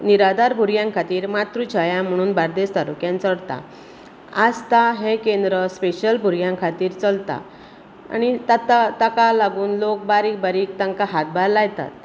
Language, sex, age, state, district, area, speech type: Goan Konkani, female, 45-60, Goa, Bardez, urban, spontaneous